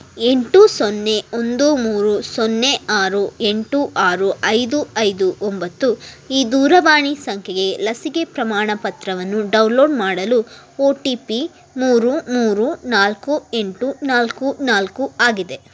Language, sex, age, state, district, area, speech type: Kannada, female, 18-30, Karnataka, Tumkur, rural, read